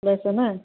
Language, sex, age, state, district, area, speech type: Assamese, female, 30-45, Assam, Golaghat, urban, conversation